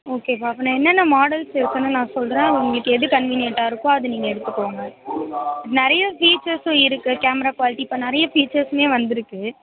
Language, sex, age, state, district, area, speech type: Tamil, female, 18-30, Tamil Nadu, Mayiladuthurai, urban, conversation